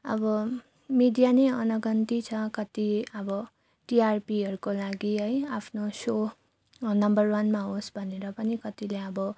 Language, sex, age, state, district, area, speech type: Nepali, female, 30-45, West Bengal, Darjeeling, rural, spontaneous